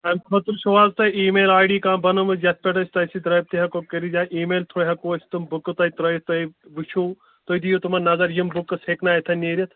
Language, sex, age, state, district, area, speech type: Kashmiri, male, 30-45, Jammu and Kashmir, Anantnag, rural, conversation